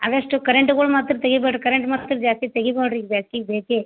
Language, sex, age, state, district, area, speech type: Kannada, female, 45-60, Karnataka, Gulbarga, urban, conversation